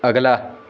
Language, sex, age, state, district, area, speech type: Punjabi, male, 18-30, Punjab, Fatehgarh Sahib, rural, read